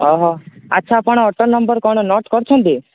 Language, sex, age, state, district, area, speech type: Odia, male, 18-30, Odisha, Rayagada, rural, conversation